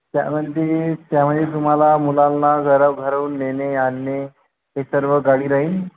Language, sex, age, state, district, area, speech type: Marathi, male, 18-30, Maharashtra, Yavatmal, rural, conversation